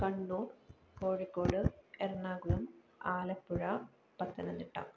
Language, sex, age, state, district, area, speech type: Malayalam, female, 30-45, Kerala, Kannur, urban, spontaneous